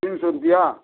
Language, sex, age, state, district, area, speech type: Hindi, male, 60+, Uttar Pradesh, Mau, urban, conversation